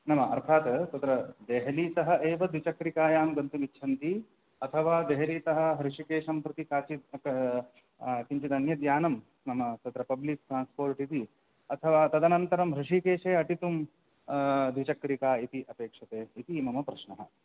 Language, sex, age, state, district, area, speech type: Sanskrit, male, 30-45, Karnataka, Udupi, urban, conversation